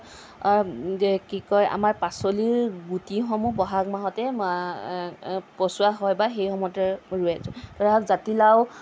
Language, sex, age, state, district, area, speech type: Assamese, female, 30-45, Assam, Lakhimpur, rural, spontaneous